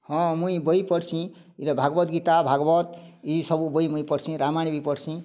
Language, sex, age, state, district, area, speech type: Odia, male, 45-60, Odisha, Kalahandi, rural, spontaneous